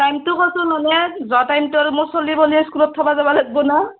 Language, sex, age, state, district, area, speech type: Assamese, female, 30-45, Assam, Barpeta, rural, conversation